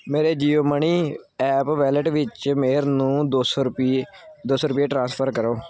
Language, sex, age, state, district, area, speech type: Punjabi, male, 18-30, Punjab, Gurdaspur, urban, read